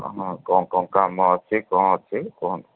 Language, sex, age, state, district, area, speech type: Odia, male, 45-60, Odisha, Sundergarh, rural, conversation